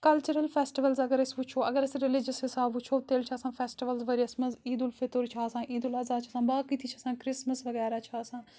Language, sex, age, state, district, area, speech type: Kashmiri, female, 30-45, Jammu and Kashmir, Srinagar, urban, spontaneous